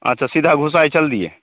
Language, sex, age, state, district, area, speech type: Hindi, male, 30-45, Bihar, Begusarai, urban, conversation